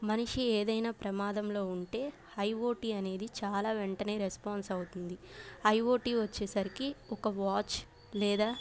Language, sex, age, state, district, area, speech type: Telugu, female, 18-30, Andhra Pradesh, Bapatla, urban, spontaneous